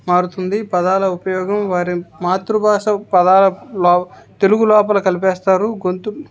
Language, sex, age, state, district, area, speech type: Telugu, male, 18-30, Andhra Pradesh, N T Rama Rao, urban, spontaneous